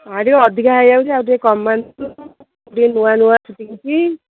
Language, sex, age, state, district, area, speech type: Odia, female, 30-45, Odisha, Kendrapara, urban, conversation